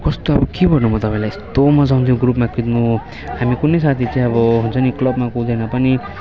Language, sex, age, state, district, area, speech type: Nepali, male, 18-30, West Bengal, Kalimpong, rural, spontaneous